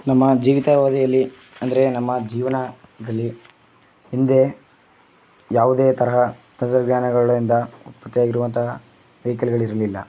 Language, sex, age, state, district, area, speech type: Kannada, male, 18-30, Karnataka, Chamarajanagar, rural, spontaneous